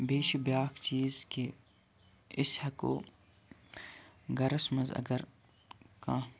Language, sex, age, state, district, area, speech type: Kashmiri, male, 30-45, Jammu and Kashmir, Kupwara, rural, spontaneous